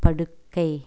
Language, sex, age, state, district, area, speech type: Tamil, female, 45-60, Tamil Nadu, Coimbatore, rural, read